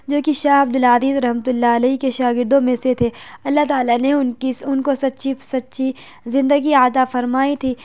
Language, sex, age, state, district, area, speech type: Urdu, female, 30-45, Uttar Pradesh, Lucknow, rural, spontaneous